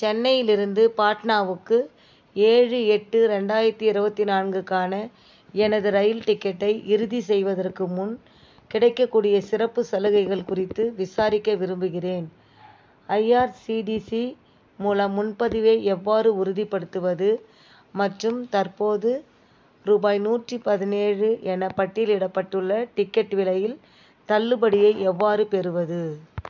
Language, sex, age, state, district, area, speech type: Tamil, female, 60+, Tamil Nadu, Viluppuram, rural, read